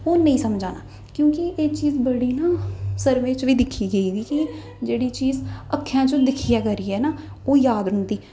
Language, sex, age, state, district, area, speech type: Dogri, female, 18-30, Jammu and Kashmir, Jammu, urban, spontaneous